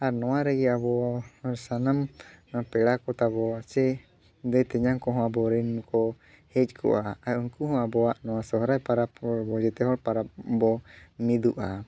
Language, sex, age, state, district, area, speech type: Santali, male, 18-30, Jharkhand, Seraikela Kharsawan, rural, spontaneous